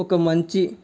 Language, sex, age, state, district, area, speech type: Telugu, male, 18-30, Telangana, Medak, rural, spontaneous